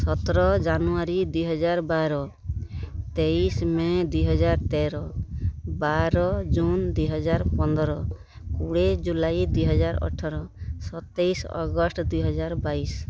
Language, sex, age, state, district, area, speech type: Odia, female, 45-60, Odisha, Kalahandi, rural, spontaneous